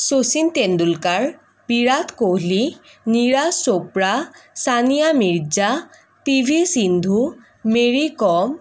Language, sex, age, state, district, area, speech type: Assamese, female, 30-45, Assam, Sonitpur, rural, spontaneous